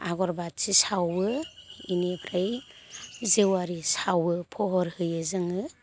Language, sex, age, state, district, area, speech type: Bodo, female, 60+, Assam, Chirang, rural, spontaneous